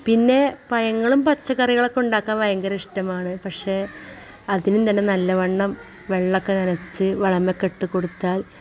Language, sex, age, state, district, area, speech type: Malayalam, female, 45-60, Kerala, Malappuram, rural, spontaneous